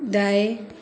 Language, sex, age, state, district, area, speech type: Hindi, female, 18-30, Uttar Pradesh, Chandauli, rural, read